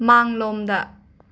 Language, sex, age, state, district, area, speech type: Manipuri, female, 45-60, Manipur, Imphal West, urban, read